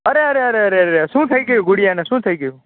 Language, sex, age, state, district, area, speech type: Gujarati, male, 18-30, Gujarat, Rajkot, urban, conversation